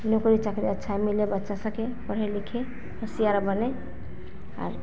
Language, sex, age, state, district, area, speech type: Hindi, female, 60+, Bihar, Vaishali, rural, spontaneous